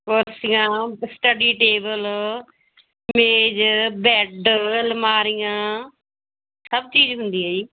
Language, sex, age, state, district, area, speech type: Punjabi, female, 18-30, Punjab, Moga, rural, conversation